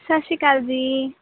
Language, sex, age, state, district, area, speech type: Punjabi, female, 18-30, Punjab, Muktsar, urban, conversation